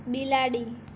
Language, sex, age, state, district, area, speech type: Gujarati, female, 18-30, Gujarat, Mehsana, rural, read